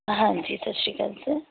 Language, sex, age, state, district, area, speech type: Punjabi, female, 30-45, Punjab, Firozpur, urban, conversation